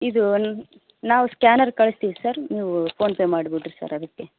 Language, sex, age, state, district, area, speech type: Kannada, female, 30-45, Karnataka, Vijayanagara, rural, conversation